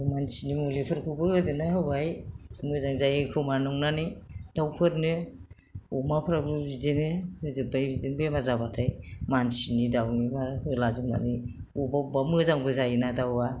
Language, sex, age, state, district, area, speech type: Bodo, female, 60+, Assam, Kokrajhar, rural, spontaneous